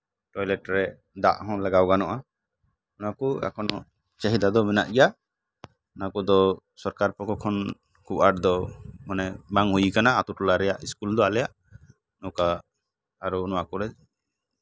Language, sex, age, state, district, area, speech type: Santali, male, 30-45, West Bengal, Birbhum, rural, spontaneous